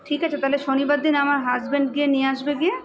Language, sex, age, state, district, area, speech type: Bengali, female, 30-45, West Bengal, South 24 Parganas, urban, spontaneous